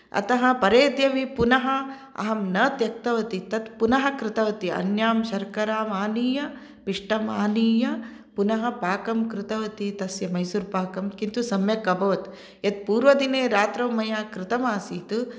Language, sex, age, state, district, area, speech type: Sanskrit, female, 45-60, Karnataka, Uttara Kannada, urban, spontaneous